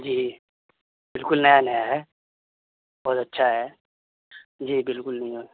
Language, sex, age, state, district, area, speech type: Urdu, male, 18-30, Bihar, Purnia, rural, conversation